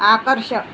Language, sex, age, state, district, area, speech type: Marathi, female, 45-60, Maharashtra, Washim, rural, read